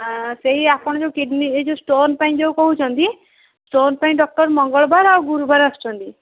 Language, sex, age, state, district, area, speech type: Odia, female, 18-30, Odisha, Kendujhar, urban, conversation